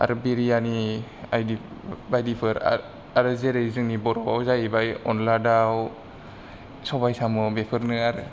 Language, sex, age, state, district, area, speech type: Bodo, male, 30-45, Assam, Kokrajhar, rural, spontaneous